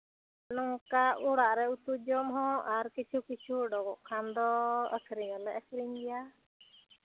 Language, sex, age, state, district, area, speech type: Santali, female, 45-60, Jharkhand, Seraikela Kharsawan, rural, conversation